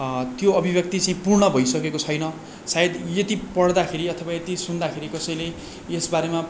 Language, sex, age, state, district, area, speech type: Nepali, male, 18-30, West Bengal, Darjeeling, rural, spontaneous